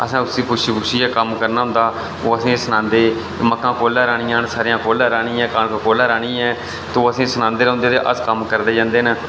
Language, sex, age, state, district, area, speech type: Dogri, male, 18-30, Jammu and Kashmir, Reasi, rural, spontaneous